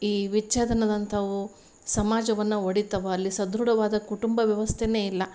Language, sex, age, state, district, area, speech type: Kannada, female, 45-60, Karnataka, Gulbarga, urban, spontaneous